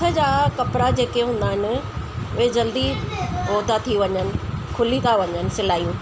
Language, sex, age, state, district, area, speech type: Sindhi, female, 45-60, Delhi, South Delhi, urban, spontaneous